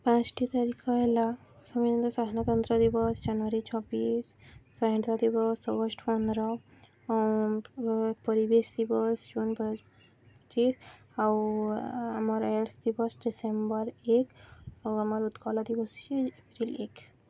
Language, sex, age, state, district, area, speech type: Odia, female, 18-30, Odisha, Subarnapur, urban, spontaneous